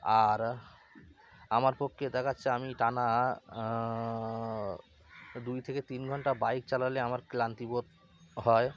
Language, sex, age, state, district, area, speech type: Bengali, male, 30-45, West Bengal, Cooch Behar, urban, spontaneous